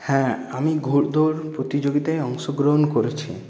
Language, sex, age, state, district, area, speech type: Bengali, male, 30-45, West Bengal, Paschim Bardhaman, urban, spontaneous